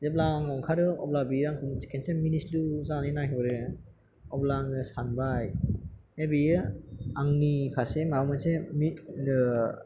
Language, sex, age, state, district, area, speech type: Bodo, male, 18-30, Assam, Chirang, urban, spontaneous